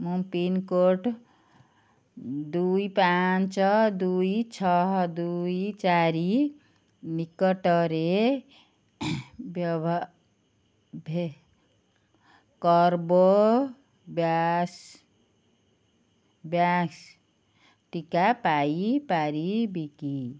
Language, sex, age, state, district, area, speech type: Odia, female, 30-45, Odisha, Ganjam, urban, read